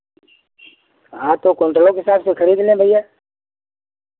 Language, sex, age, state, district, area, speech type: Hindi, male, 60+, Uttar Pradesh, Lucknow, rural, conversation